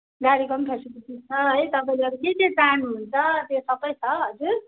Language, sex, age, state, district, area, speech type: Nepali, female, 30-45, West Bengal, Kalimpong, rural, conversation